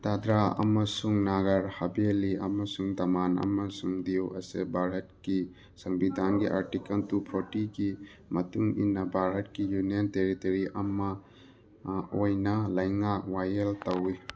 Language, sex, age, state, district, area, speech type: Manipuri, male, 30-45, Manipur, Thoubal, rural, read